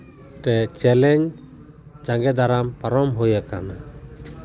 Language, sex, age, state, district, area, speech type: Santali, male, 45-60, West Bengal, Paschim Bardhaman, urban, spontaneous